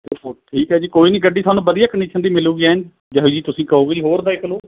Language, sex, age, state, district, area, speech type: Punjabi, male, 30-45, Punjab, Mohali, rural, conversation